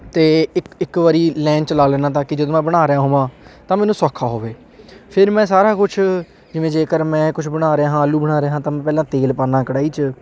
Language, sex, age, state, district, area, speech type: Punjabi, male, 18-30, Punjab, Patiala, urban, spontaneous